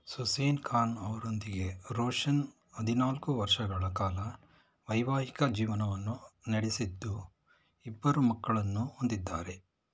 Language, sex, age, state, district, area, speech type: Kannada, male, 45-60, Karnataka, Shimoga, rural, read